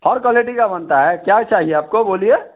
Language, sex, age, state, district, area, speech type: Hindi, male, 30-45, Bihar, Vaishali, urban, conversation